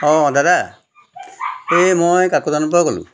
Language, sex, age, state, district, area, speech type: Assamese, male, 45-60, Assam, Jorhat, urban, spontaneous